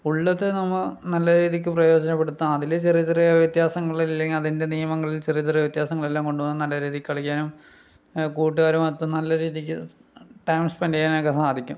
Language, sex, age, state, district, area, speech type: Malayalam, male, 30-45, Kerala, Palakkad, urban, spontaneous